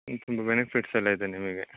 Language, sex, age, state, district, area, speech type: Kannada, male, 60+, Karnataka, Bangalore Rural, rural, conversation